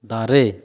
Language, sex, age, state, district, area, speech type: Santali, male, 30-45, West Bengal, Jhargram, rural, read